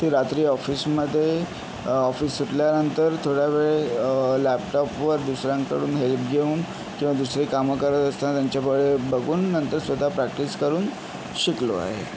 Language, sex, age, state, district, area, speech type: Marathi, male, 30-45, Maharashtra, Yavatmal, urban, spontaneous